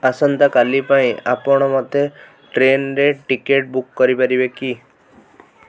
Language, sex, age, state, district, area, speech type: Odia, male, 18-30, Odisha, Cuttack, urban, read